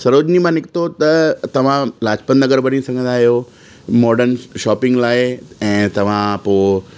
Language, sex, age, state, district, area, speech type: Sindhi, male, 30-45, Delhi, South Delhi, urban, spontaneous